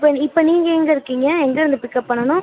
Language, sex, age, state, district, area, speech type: Tamil, male, 18-30, Tamil Nadu, Sivaganga, rural, conversation